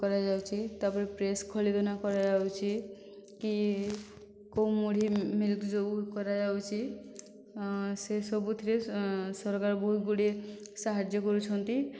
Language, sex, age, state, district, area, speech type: Odia, female, 18-30, Odisha, Boudh, rural, spontaneous